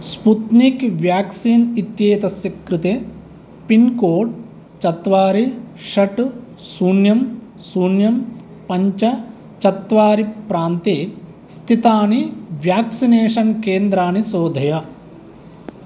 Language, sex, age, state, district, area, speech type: Sanskrit, male, 30-45, Andhra Pradesh, East Godavari, rural, read